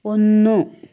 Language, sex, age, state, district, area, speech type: Malayalam, female, 45-60, Kerala, Wayanad, rural, read